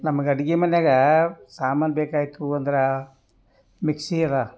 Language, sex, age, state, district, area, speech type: Kannada, male, 60+, Karnataka, Bidar, urban, spontaneous